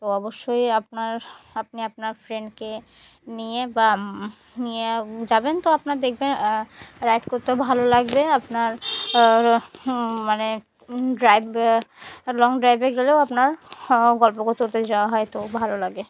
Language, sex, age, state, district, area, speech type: Bengali, female, 18-30, West Bengal, Murshidabad, urban, spontaneous